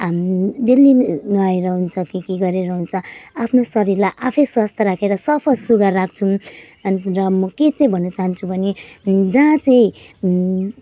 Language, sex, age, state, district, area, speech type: Nepali, female, 30-45, West Bengal, Jalpaiguri, rural, spontaneous